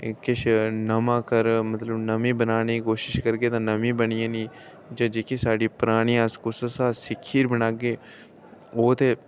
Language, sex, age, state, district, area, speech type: Dogri, male, 18-30, Jammu and Kashmir, Udhampur, rural, spontaneous